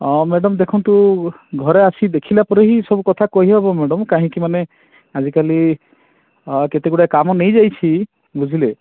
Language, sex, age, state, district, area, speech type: Odia, male, 30-45, Odisha, Rayagada, rural, conversation